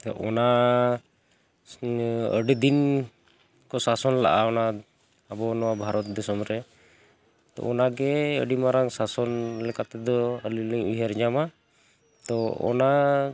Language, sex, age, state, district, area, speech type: Santali, male, 45-60, Jharkhand, Bokaro, rural, spontaneous